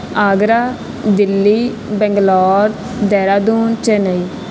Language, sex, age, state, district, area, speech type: Punjabi, female, 18-30, Punjab, Barnala, urban, spontaneous